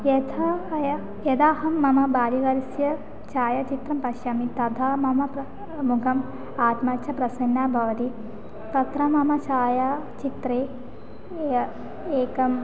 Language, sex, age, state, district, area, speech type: Sanskrit, female, 18-30, Kerala, Malappuram, urban, spontaneous